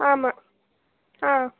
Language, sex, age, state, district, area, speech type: Tamil, female, 18-30, Tamil Nadu, Krishnagiri, rural, conversation